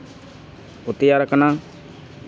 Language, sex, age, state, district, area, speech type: Santali, male, 30-45, West Bengal, Jhargram, rural, spontaneous